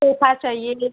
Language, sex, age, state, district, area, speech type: Hindi, female, 45-60, Uttar Pradesh, Mau, urban, conversation